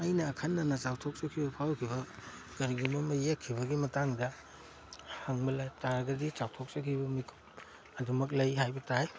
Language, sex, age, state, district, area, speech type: Manipuri, male, 30-45, Manipur, Kakching, rural, spontaneous